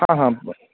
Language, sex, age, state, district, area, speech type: Marathi, male, 18-30, Maharashtra, Sangli, urban, conversation